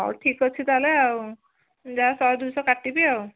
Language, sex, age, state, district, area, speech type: Odia, female, 18-30, Odisha, Kendujhar, urban, conversation